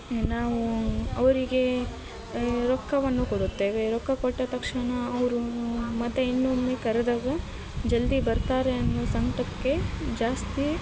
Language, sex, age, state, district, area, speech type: Kannada, female, 18-30, Karnataka, Gadag, urban, spontaneous